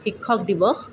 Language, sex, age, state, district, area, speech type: Assamese, female, 45-60, Assam, Tinsukia, rural, spontaneous